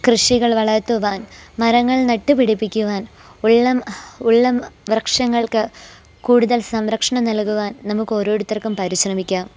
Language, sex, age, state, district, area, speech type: Malayalam, female, 18-30, Kerala, Pathanamthitta, rural, spontaneous